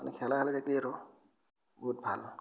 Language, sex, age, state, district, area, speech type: Assamese, male, 18-30, Assam, Darrang, rural, spontaneous